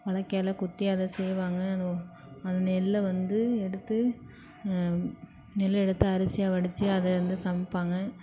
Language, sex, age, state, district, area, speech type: Tamil, female, 18-30, Tamil Nadu, Thanjavur, urban, spontaneous